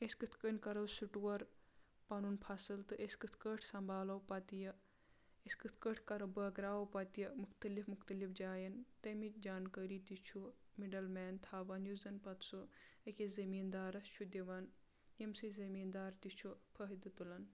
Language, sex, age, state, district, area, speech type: Kashmiri, female, 30-45, Jammu and Kashmir, Kulgam, rural, spontaneous